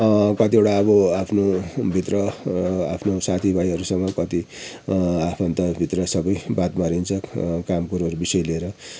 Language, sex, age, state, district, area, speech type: Nepali, male, 60+, West Bengal, Kalimpong, rural, spontaneous